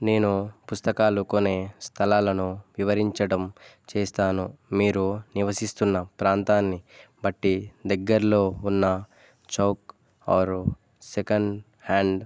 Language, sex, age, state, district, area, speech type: Telugu, male, 18-30, Telangana, Jayashankar, urban, spontaneous